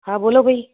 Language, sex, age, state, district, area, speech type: Gujarati, female, 30-45, Gujarat, Kheda, rural, conversation